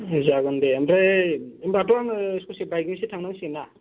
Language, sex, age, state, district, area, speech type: Bodo, male, 30-45, Assam, Kokrajhar, rural, conversation